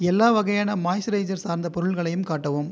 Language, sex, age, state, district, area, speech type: Tamil, male, 30-45, Tamil Nadu, Viluppuram, rural, read